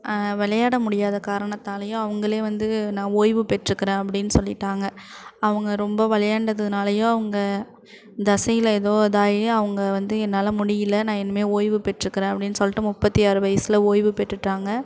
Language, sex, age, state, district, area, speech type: Tamil, female, 30-45, Tamil Nadu, Thanjavur, urban, spontaneous